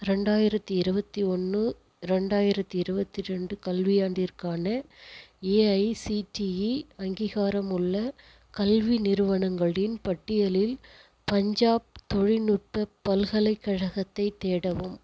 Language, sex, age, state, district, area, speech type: Tamil, female, 45-60, Tamil Nadu, Viluppuram, rural, read